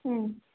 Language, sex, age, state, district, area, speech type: Kannada, female, 18-30, Karnataka, Hassan, rural, conversation